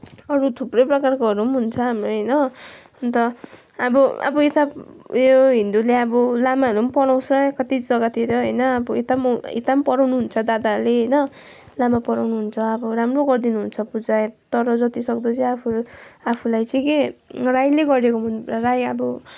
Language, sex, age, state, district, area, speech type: Nepali, female, 18-30, West Bengal, Kalimpong, rural, spontaneous